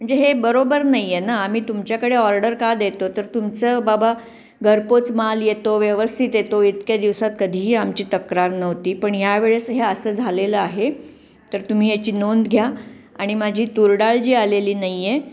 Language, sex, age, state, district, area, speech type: Marathi, female, 45-60, Maharashtra, Pune, urban, spontaneous